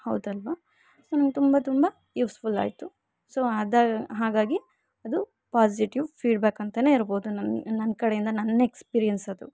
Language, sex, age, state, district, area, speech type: Kannada, female, 18-30, Karnataka, Bangalore Rural, urban, spontaneous